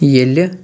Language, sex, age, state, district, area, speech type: Kashmiri, male, 18-30, Jammu and Kashmir, Shopian, rural, read